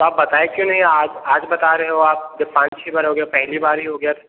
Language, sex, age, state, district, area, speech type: Hindi, male, 18-30, Uttar Pradesh, Jaunpur, rural, conversation